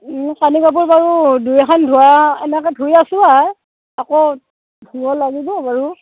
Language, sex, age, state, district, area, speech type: Assamese, female, 60+, Assam, Darrang, rural, conversation